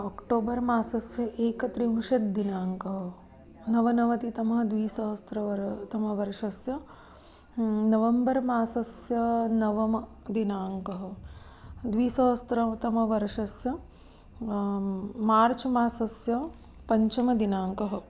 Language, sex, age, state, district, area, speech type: Sanskrit, female, 30-45, Maharashtra, Nagpur, urban, spontaneous